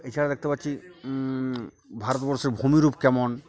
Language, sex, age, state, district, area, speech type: Bengali, male, 45-60, West Bengal, Uttar Dinajpur, urban, spontaneous